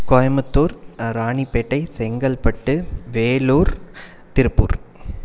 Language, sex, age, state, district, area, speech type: Tamil, male, 30-45, Tamil Nadu, Coimbatore, rural, spontaneous